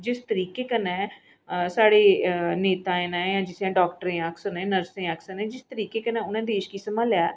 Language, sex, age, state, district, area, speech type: Dogri, female, 45-60, Jammu and Kashmir, Reasi, urban, spontaneous